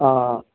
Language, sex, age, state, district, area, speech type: Malayalam, male, 18-30, Kerala, Kottayam, rural, conversation